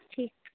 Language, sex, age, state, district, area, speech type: Bengali, female, 30-45, West Bengal, Darjeeling, urban, conversation